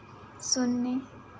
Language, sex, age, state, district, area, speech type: Hindi, female, 18-30, Madhya Pradesh, Chhindwara, urban, read